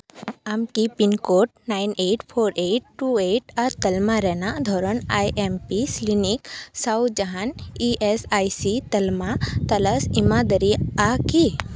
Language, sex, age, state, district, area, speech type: Santali, female, 18-30, West Bengal, Paschim Bardhaman, rural, read